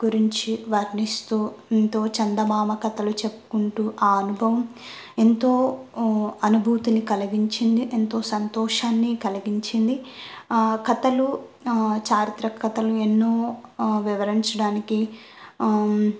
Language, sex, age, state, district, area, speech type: Telugu, female, 18-30, Andhra Pradesh, Kurnool, rural, spontaneous